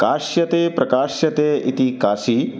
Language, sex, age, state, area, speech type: Sanskrit, male, 30-45, Madhya Pradesh, urban, spontaneous